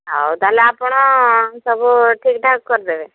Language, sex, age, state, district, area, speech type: Odia, female, 60+, Odisha, Angul, rural, conversation